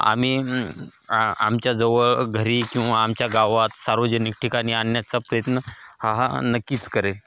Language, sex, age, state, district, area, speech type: Marathi, male, 30-45, Maharashtra, Hingoli, urban, spontaneous